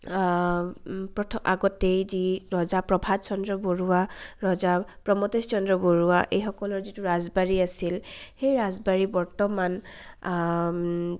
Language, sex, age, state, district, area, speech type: Assamese, female, 18-30, Assam, Kamrup Metropolitan, urban, spontaneous